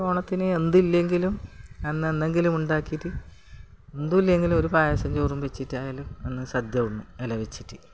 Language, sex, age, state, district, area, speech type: Malayalam, female, 45-60, Kerala, Kasaragod, rural, spontaneous